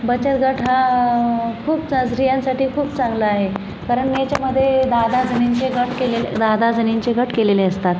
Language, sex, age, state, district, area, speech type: Marathi, female, 45-60, Maharashtra, Buldhana, rural, spontaneous